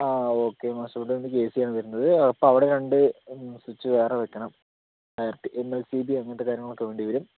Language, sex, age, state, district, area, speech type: Malayalam, male, 30-45, Kerala, Palakkad, rural, conversation